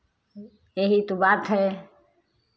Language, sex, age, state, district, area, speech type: Hindi, female, 60+, Uttar Pradesh, Chandauli, rural, spontaneous